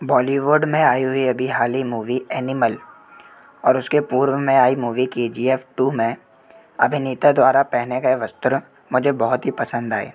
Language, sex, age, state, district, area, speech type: Hindi, male, 18-30, Madhya Pradesh, Jabalpur, urban, spontaneous